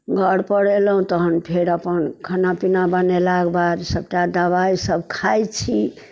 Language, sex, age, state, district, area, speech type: Maithili, female, 60+, Bihar, Darbhanga, urban, spontaneous